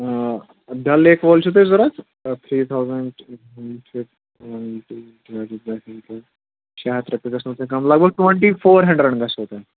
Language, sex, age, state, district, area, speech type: Kashmiri, male, 18-30, Jammu and Kashmir, Ganderbal, rural, conversation